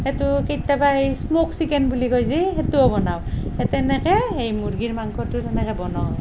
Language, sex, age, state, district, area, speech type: Assamese, female, 45-60, Assam, Nalbari, rural, spontaneous